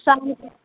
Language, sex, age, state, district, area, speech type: Hindi, female, 45-60, Uttar Pradesh, Mau, urban, conversation